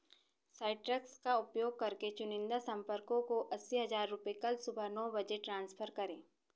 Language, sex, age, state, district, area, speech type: Hindi, female, 30-45, Madhya Pradesh, Chhindwara, urban, read